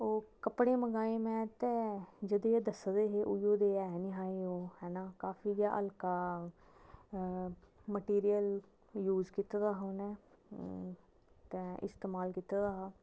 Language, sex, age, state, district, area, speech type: Dogri, female, 30-45, Jammu and Kashmir, Kathua, rural, spontaneous